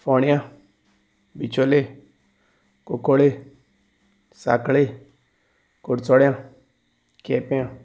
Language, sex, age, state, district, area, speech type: Goan Konkani, male, 30-45, Goa, Salcete, urban, spontaneous